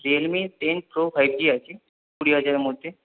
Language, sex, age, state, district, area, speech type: Bengali, male, 18-30, West Bengal, Purulia, urban, conversation